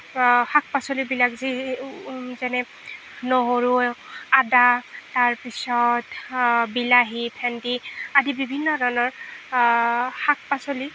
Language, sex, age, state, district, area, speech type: Assamese, female, 60+, Assam, Nagaon, rural, spontaneous